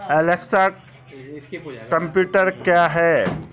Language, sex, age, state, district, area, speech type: Urdu, male, 30-45, Delhi, Central Delhi, urban, read